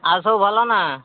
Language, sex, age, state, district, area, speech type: Odia, male, 45-60, Odisha, Sambalpur, rural, conversation